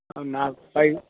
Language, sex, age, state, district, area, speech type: Telugu, male, 45-60, Andhra Pradesh, Bapatla, rural, conversation